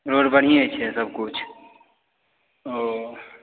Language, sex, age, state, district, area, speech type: Maithili, male, 18-30, Bihar, Supaul, rural, conversation